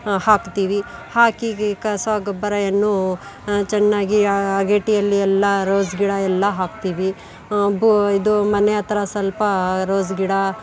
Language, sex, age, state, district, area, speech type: Kannada, female, 45-60, Karnataka, Bangalore Urban, rural, spontaneous